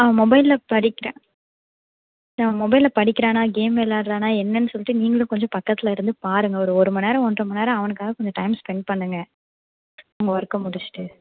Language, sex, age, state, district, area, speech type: Tamil, female, 30-45, Tamil Nadu, Mayiladuthurai, rural, conversation